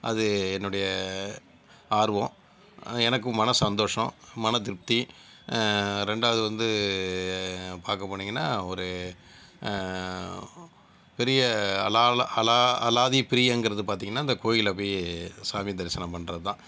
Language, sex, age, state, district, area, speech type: Tamil, male, 60+, Tamil Nadu, Sivaganga, urban, spontaneous